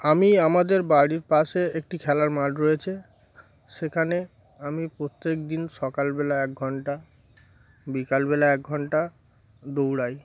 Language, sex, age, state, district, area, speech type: Bengali, male, 30-45, West Bengal, Darjeeling, urban, spontaneous